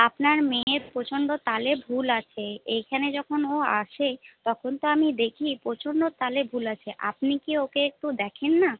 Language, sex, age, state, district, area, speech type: Bengali, female, 18-30, West Bengal, Paschim Bardhaman, rural, conversation